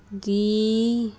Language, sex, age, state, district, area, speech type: Punjabi, female, 18-30, Punjab, Muktsar, urban, read